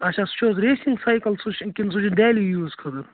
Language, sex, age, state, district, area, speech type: Kashmiri, male, 18-30, Jammu and Kashmir, Kupwara, rural, conversation